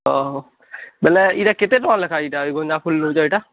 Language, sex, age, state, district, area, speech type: Odia, male, 18-30, Odisha, Bargarh, urban, conversation